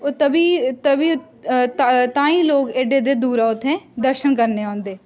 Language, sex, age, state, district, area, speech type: Dogri, female, 18-30, Jammu and Kashmir, Udhampur, rural, spontaneous